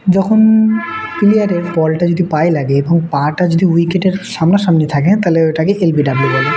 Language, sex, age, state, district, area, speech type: Bengali, male, 18-30, West Bengal, Murshidabad, urban, spontaneous